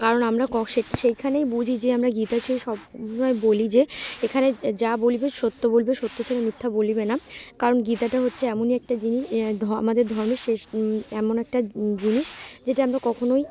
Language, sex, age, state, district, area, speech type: Bengali, female, 18-30, West Bengal, Dakshin Dinajpur, urban, spontaneous